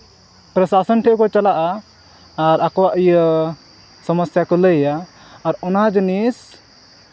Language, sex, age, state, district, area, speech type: Santali, male, 30-45, Jharkhand, Seraikela Kharsawan, rural, spontaneous